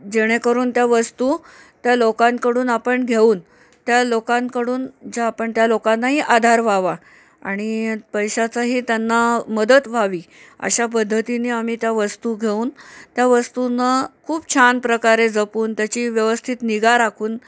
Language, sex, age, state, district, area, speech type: Marathi, female, 45-60, Maharashtra, Nanded, rural, spontaneous